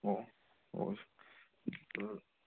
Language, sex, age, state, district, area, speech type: Manipuri, male, 18-30, Manipur, Kakching, rural, conversation